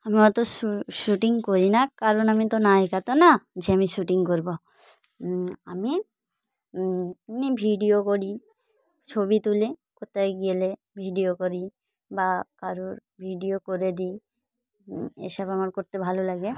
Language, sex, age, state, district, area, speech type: Bengali, female, 30-45, West Bengal, Dakshin Dinajpur, urban, spontaneous